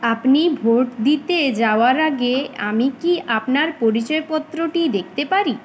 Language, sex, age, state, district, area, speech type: Bengali, female, 18-30, West Bengal, Uttar Dinajpur, urban, read